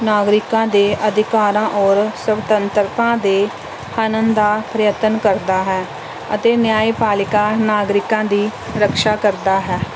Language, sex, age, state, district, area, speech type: Punjabi, female, 30-45, Punjab, Pathankot, rural, spontaneous